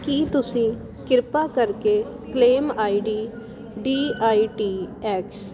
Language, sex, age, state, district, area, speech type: Punjabi, female, 30-45, Punjab, Jalandhar, rural, read